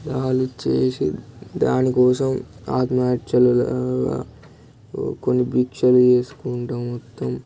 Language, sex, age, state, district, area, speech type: Telugu, male, 18-30, Telangana, Nirmal, urban, spontaneous